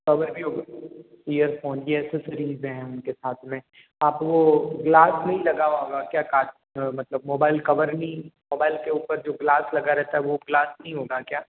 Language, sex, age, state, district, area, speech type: Hindi, male, 18-30, Rajasthan, Jodhpur, urban, conversation